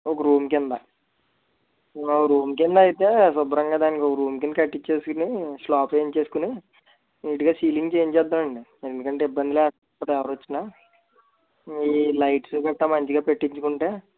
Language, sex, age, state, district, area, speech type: Telugu, male, 30-45, Andhra Pradesh, East Godavari, rural, conversation